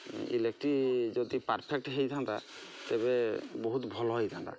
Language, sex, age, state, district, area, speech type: Odia, male, 30-45, Odisha, Mayurbhanj, rural, spontaneous